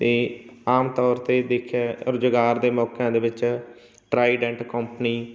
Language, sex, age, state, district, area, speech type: Punjabi, male, 45-60, Punjab, Barnala, rural, spontaneous